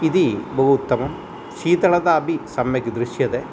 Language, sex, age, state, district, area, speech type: Sanskrit, male, 45-60, Kerala, Thrissur, urban, spontaneous